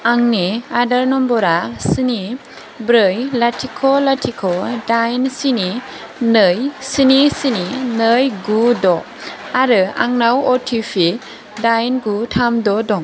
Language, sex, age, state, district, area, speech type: Bodo, female, 18-30, Assam, Kokrajhar, rural, read